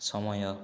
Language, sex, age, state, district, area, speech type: Odia, male, 18-30, Odisha, Subarnapur, urban, read